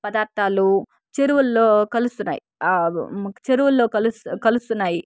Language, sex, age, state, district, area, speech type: Telugu, female, 18-30, Andhra Pradesh, Sri Balaji, rural, spontaneous